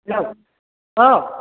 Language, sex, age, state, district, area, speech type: Bodo, male, 60+, Assam, Chirang, urban, conversation